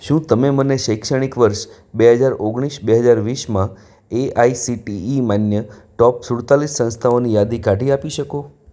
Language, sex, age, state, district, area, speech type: Gujarati, male, 45-60, Gujarat, Anand, urban, read